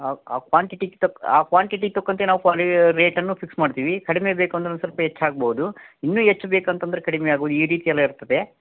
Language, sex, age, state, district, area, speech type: Kannada, male, 45-60, Karnataka, Davanagere, rural, conversation